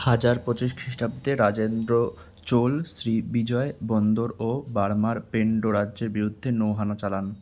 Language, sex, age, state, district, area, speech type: Bengali, male, 18-30, West Bengal, Kolkata, urban, read